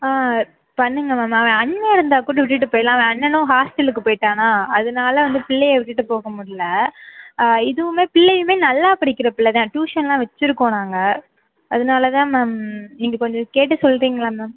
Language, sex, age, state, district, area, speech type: Tamil, female, 18-30, Tamil Nadu, Sivaganga, rural, conversation